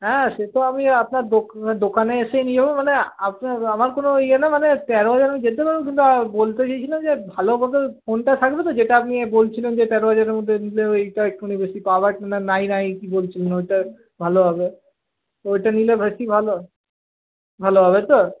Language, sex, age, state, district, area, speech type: Bengali, male, 18-30, West Bengal, Paschim Bardhaman, urban, conversation